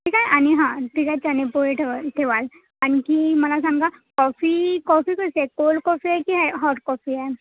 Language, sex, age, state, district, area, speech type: Marathi, female, 30-45, Maharashtra, Nagpur, urban, conversation